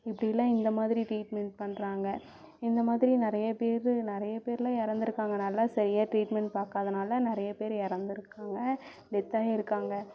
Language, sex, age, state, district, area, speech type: Tamil, female, 18-30, Tamil Nadu, Namakkal, rural, spontaneous